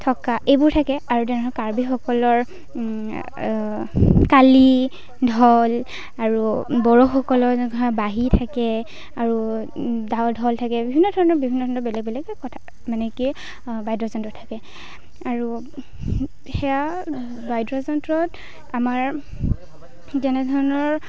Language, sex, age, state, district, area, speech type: Assamese, female, 18-30, Assam, Kamrup Metropolitan, rural, spontaneous